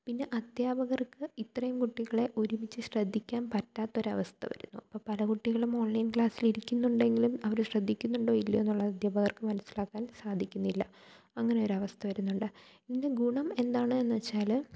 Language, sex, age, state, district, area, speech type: Malayalam, female, 18-30, Kerala, Thiruvananthapuram, rural, spontaneous